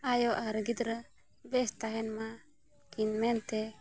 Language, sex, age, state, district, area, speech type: Santali, female, 18-30, Jharkhand, Bokaro, rural, spontaneous